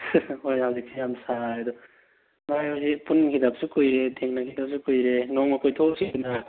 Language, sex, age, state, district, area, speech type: Manipuri, male, 18-30, Manipur, Tengnoupal, rural, conversation